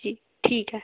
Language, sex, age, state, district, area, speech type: Hindi, female, 18-30, Madhya Pradesh, Hoshangabad, rural, conversation